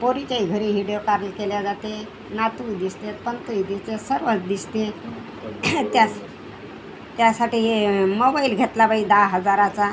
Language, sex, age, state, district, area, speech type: Marathi, female, 45-60, Maharashtra, Washim, rural, spontaneous